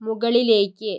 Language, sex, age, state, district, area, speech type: Malayalam, female, 18-30, Kerala, Wayanad, rural, read